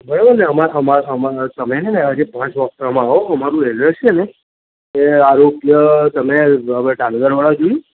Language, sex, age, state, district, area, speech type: Gujarati, male, 60+, Gujarat, Aravalli, urban, conversation